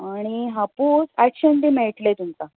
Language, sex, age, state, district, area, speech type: Goan Konkani, female, 30-45, Goa, Bardez, rural, conversation